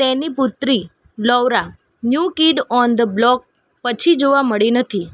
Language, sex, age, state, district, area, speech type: Gujarati, female, 30-45, Gujarat, Ahmedabad, urban, read